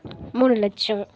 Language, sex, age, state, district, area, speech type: Tamil, female, 18-30, Tamil Nadu, Kallakurichi, rural, spontaneous